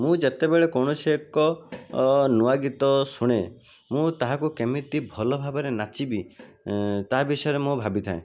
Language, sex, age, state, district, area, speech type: Odia, male, 60+, Odisha, Jajpur, rural, spontaneous